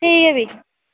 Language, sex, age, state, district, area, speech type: Dogri, female, 18-30, Jammu and Kashmir, Reasi, rural, conversation